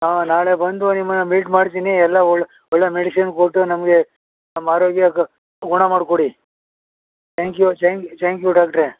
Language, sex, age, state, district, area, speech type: Kannada, male, 60+, Karnataka, Mysore, rural, conversation